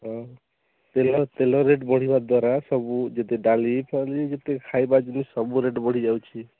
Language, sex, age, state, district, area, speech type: Odia, male, 30-45, Odisha, Kalahandi, rural, conversation